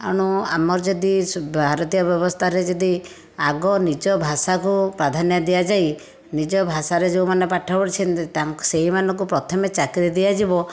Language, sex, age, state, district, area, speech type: Odia, female, 60+, Odisha, Khordha, rural, spontaneous